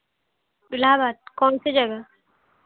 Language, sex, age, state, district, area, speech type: Hindi, female, 18-30, Uttar Pradesh, Pratapgarh, rural, conversation